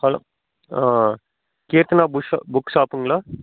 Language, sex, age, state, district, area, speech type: Tamil, male, 30-45, Tamil Nadu, Coimbatore, rural, conversation